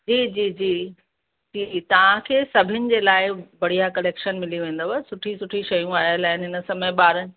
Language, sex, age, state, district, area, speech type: Sindhi, female, 45-60, Uttar Pradesh, Lucknow, urban, conversation